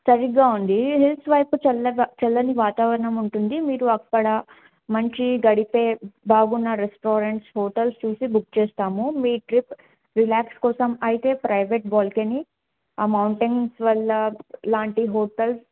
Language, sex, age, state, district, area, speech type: Telugu, female, 18-30, Telangana, Bhadradri Kothagudem, urban, conversation